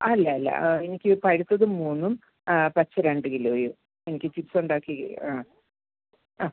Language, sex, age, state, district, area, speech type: Malayalam, female, 45-60, Kerala, Kottayam, rural, conversation